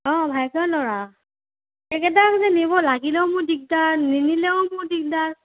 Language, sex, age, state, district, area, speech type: Assamese, female, 18-30, Assam, Morigaon, rural, conversation